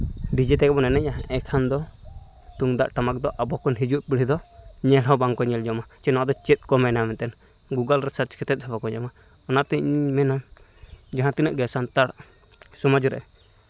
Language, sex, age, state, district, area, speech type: Santali, male, 18-30, Jharkhand, Seraikela Kharsawan, rural, spontaneous